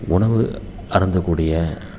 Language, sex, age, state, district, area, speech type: Tamil, male, 30-45, Tamil Nadu, Salem, rural, spontaneous